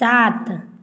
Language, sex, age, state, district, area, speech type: Maithili, female, 30-45, Bihar, Samastipur, urban, read